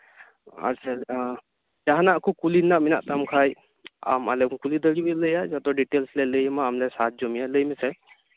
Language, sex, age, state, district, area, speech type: Santali, male, 18-30, West Bengal, Birbhum, rural, conversation